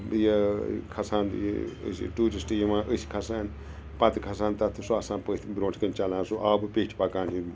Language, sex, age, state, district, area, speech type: Kashmiri, male, 60+, Jammu and Kashmir, Srinagar, urban, spontaneous